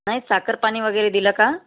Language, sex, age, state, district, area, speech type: Marathi, female, 30-45, Maharashtra, Yavatmal, rural, conversation